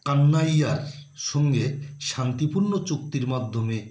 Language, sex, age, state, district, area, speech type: Bengali, male, 45-60, West Bengal, Birbhum, urban, read